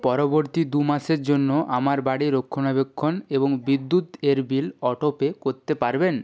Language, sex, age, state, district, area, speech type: Bengali, male, 30-45, West Bengal, Purba Medinipur, rural, read